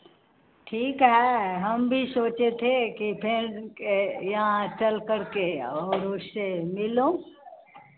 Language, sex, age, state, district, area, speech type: Hindi, female, 45-60, Bihar, Madhepura, rural, conversation